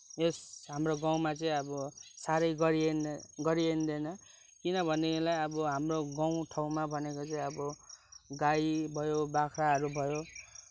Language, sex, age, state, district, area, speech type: Nepali, male, 18-30, West Bengal, Kalimpong, rural, spontaneous